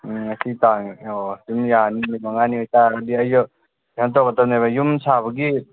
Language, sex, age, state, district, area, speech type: Manipuri, male, 18-30, Manipur, Kangpokpi, urban, conversation